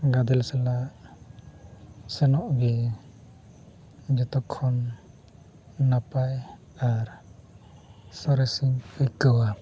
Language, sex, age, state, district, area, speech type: Santali, male, 45-60, Odisha, Mayurbhanj, rural, spontaneous